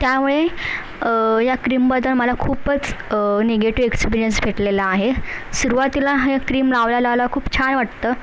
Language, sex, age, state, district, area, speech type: Marathi, female, 18-30, Maharashtra, Thane, urban, spontaneous